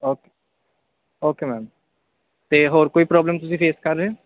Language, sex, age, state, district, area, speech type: Punjabi, male, 18-30, Punjab, Ludhiana, urban, conversation